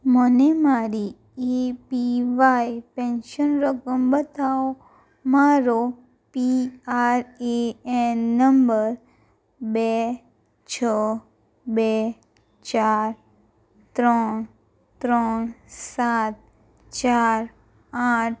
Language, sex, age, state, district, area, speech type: Gujarati, female, 18-30, Gujarat, Anand, rural, read